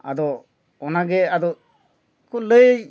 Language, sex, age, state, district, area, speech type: Santali, male, 45-60, Jharkhand, Bokaro, rural, spontaneous